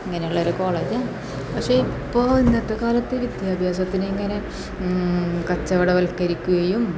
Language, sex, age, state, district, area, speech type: Malayalam, female, 30-45, Kerala, Kasaragod, rural, spontaneous